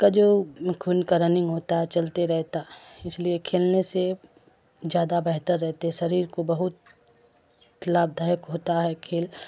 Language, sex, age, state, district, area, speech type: Urdu, female, 45-60, Bihar, Khagaria, rural, spontaneous